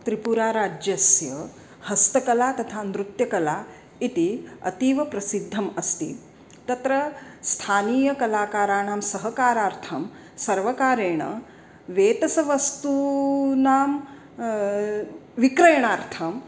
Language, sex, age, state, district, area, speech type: Sanskrit, female, 45-60, Maharashtra, Nagpur, urban, spontaneous